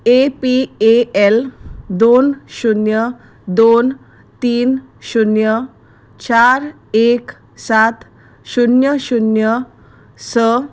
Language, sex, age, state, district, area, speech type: Goan Konkani, female, 30-45, Goa, Salcete, rural, read